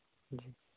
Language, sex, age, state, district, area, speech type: Hindi, male, 18-30, Rajasthan, Nagaur, rural, conversation